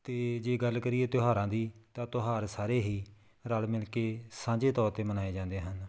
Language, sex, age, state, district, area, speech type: Punjabi, male, 30-45, Punjab, Tarn Taran, rural, spontaneous